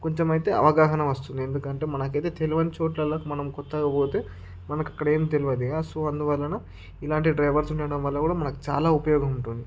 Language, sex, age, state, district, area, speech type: Telugu, male, 30-45, Andhra Pradesh, Srikakulam, urban, spontaneous